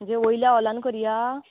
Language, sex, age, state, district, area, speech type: Goan Konkani, female, 18-30, Goa, Ponda, rural, conversation